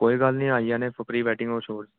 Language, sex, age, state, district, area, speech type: Dogri, male, 18-30, Jammu and Kashmir, Reasi, rural, conversation